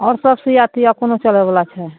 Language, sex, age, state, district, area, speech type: Maithili, female, 60+, Bihar, Araria, rural, conversation